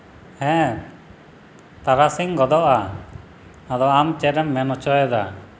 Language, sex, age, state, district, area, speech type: Santali, male, 30-45, Jharkhand, East Singhbhum, rural, spontaneous